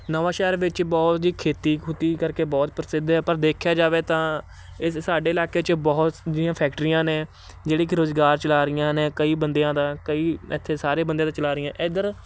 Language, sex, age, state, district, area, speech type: Punjabi, male, 18-30, Punjab, Shaheed Bhagat Singh Nagar, urban, spontaneous